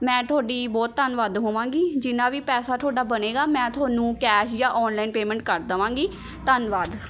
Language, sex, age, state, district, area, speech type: Punjabi, female, 18-30, Punjab, Patiala, urban, spontaneous